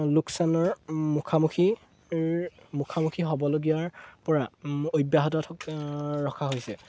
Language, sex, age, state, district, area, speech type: Assamese, male, 18-30, Assam, Golaghat, rural, spontaneous